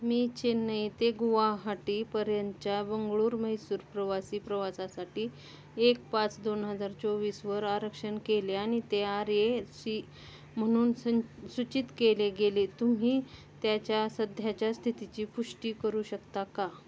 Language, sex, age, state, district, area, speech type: Marathi, female, 30-45, Maharashtra, Osmanabad, rural, read